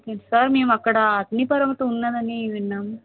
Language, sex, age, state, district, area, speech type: Telugu, female, 30-45, Andhra Pradesh, Vizianagaram, rural, conversation